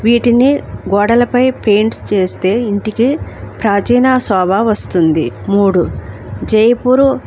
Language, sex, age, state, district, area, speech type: Telugu, female, 45-60, Andhra Pradesh, Alluri Sitarama Raju, rural, spontaneous